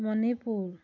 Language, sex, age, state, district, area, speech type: Assamese, female, 45-60, Assam, Dhemaji, rural, spontaneous